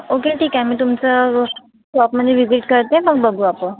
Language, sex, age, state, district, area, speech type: Marathi, female, 45-60, Maharashtra, Nagpur, urban, conversation